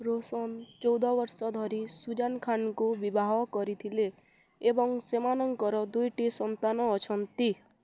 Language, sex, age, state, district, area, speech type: Odia, female, 18-30, Odisha, Balangir, urban, read